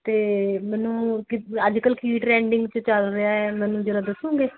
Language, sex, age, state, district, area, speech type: Punjabi, female, 30-45, Punjab, Ludhiana, urban, conversation